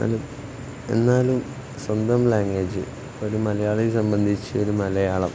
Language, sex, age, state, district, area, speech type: Malayalam, male, 18-30, Kerala, Kozhikode, rural, spontaneous